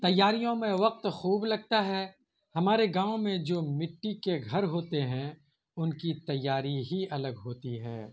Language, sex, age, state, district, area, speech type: Urdu, male, 18-30, Bihar, Purnia, rural, spontaneous